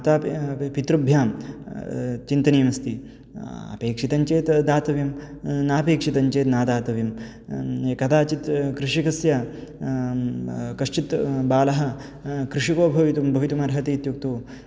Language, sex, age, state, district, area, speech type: Sanskrit, male, 18-30, Karnataka, Bangalore Urban, urban, spontaneous